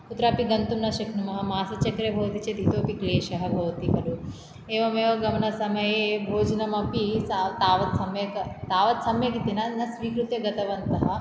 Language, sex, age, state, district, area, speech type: Sanskrit, female, 18-30, Andhra Pradesh, Anantapur, rural, spontaneous